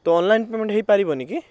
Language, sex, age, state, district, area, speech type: Odia, male, 18-30, Odisha, Cuttack, urban, spontaneous